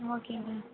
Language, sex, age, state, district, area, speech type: Tamil, female, 18-30, Tamil Nadu, Nilgiris, rural, conversation